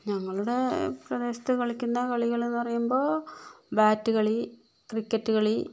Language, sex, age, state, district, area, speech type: Malayalam, female, 60+, Kerala, Kozhikode, urban, spontaneous